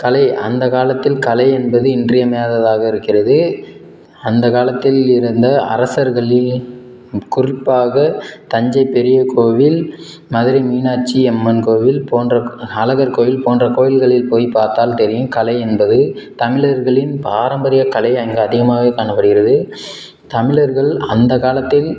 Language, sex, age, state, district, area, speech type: Tamil, male, 18-30, Tamil Nadu, Sivaganga, rural, spontaneous